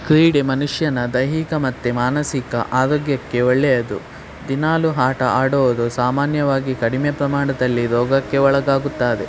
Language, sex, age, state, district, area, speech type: Kannada, male, 18-30, Karnataka, Shimoga, rural, spontaneous